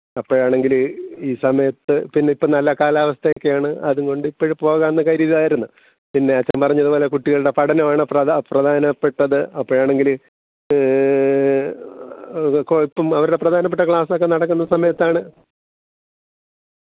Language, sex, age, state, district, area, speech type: Malayalam, male, 45-60, Kerala, Thiruvananthapuram, rural, conversation